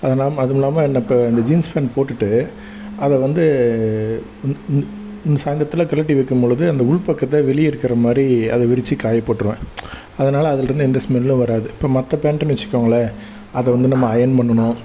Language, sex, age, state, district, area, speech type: Tamil, male, 30-45, Tamil Nadu, Salem, urban, spontaneous